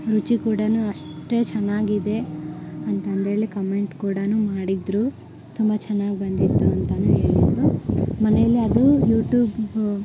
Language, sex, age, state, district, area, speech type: Kannada, female, 18-30, Karnataka, Koppal, urban, spontaneous